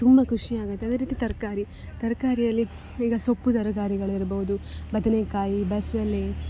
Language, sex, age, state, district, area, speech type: Kannada, female, 18-30, Karnataka, Dakshina Kannada, rural, spontaneous